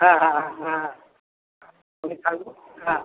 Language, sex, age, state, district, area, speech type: Bengali, male, 45-60, West Bengal, Purba Bardhaman, urban, conversation